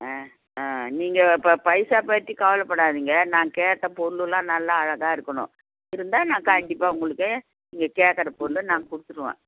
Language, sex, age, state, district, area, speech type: Tamil, female, 60+, Tamil Nadu, Viluppuram, rural, conversation